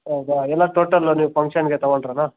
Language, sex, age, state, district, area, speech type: Kannada, male, 30-45, Karnataka, Kolar, rural, conversation